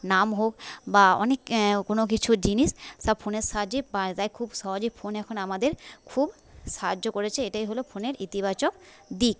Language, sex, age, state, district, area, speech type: Bengali, female, 30-45, West Bengal, Paschim Medinipur, rural, spontaneous